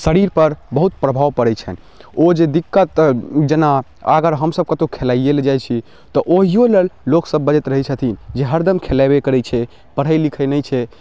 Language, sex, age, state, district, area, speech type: Maithili, male, 18-30, Bihar, Darbhanga, rural, spontaneous